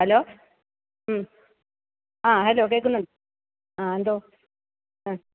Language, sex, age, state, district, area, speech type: Malayalam, female, 60+, Kerala, Alappuzha, rural, conversation